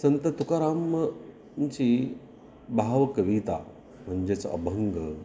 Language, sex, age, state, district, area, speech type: Marathi, male, 45-60, Maharashtra, Nashik, urban, spontaneous